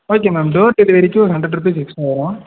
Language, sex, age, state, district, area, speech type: Tamil, male, 30-45, Tamil Nadu, Sivaganga, rural, conversation